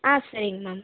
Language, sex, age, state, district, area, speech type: Tamil, female, 18-30, Tamil Nadu, Erode, rural, conversation